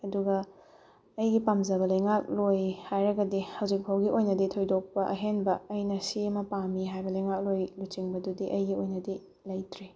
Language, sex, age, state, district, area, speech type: Manipuri, female, 18-30, Manipur, Bishnupur, rural, spontaneous